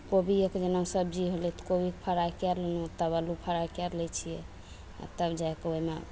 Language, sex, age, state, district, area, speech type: Maithili, female, 45-60, Bihar, Begusarai, rural, spontaneous